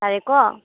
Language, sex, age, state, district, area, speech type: Manipuri, female, 18-30, Manipur, Bishnupur, rural, conversation